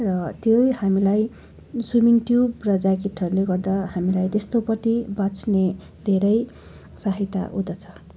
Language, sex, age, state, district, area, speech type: Nepali, female, 18-30, West Bengal, Darjeeling, rural, spontaneous